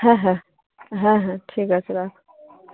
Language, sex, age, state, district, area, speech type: Bengali, female, 18-30, West Bengal, Dakshin Dinajpur, urban, conversation